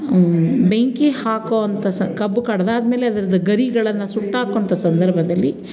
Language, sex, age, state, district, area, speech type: Kannada, female, 45-60, Karnataka, Mandya, rural, spontaneous